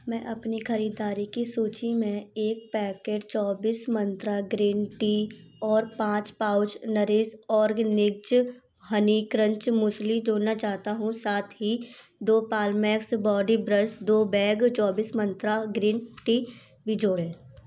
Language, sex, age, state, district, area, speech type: Hindi, female, 18-30, Madhya Pradesh, Gwalior, rural, read